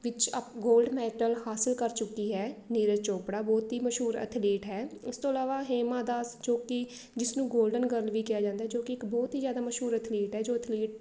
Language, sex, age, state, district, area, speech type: Punjabi, female, 18-30, Punjab, Shaheed Bhagat Singh Nagar, urban, spontaneous